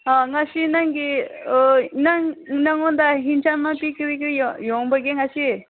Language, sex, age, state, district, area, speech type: Manipuri, female, 30-45, Manipur, Senapati, rural, conversation